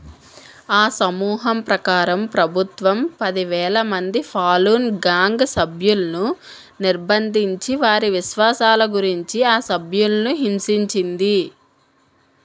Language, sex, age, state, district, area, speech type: Telugu, female, 18-30, Telangana, Mancherial, rural, read